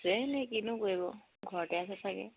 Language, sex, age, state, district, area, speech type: Assamese, female, 18-30, Assam, Dibrugarh, rural, conversation